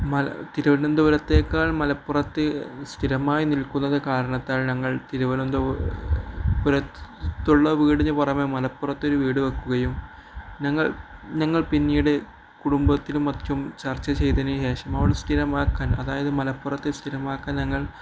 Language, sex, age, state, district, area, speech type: Malayalam, male, 18-30, Kerala, Kozhikode, rural, spontaneous